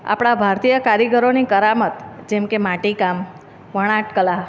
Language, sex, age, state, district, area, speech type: Gujarati, female, 30-45, Gujarat, Surat, urban, spontaneous